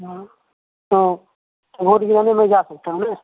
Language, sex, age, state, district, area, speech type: Hindi, male, 30-45, Bihar, Begusarai, rural, conversation